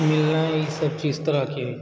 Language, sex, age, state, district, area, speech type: Maithili, male, 18-30, Bihar, Supaul, rural, spontaneous